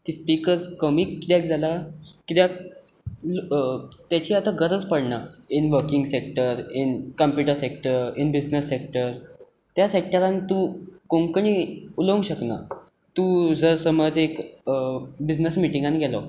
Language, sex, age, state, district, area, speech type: Goan Konkani, male, 18-30, Goa, Tiswadi, rural, spontaneous